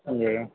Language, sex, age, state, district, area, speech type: Urdu, male, 45-60, Uttar Pradesh, Gautam Buddha Nagar, urban, conversation